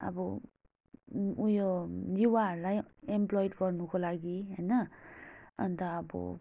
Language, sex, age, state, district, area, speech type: Nepali, female, 30-45, West Bengal, Darjeeling, rural, spontaneous